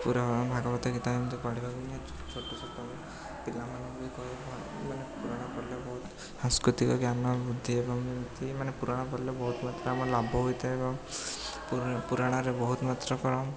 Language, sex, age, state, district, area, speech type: Odia, male, 18-30, Odisha, Puri, urban, spontaneous